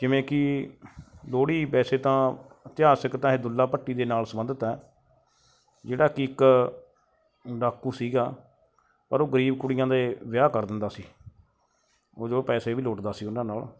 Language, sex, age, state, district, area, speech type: Punjabi, male, 30-45, Punjab, Mansa, urban, spontaneous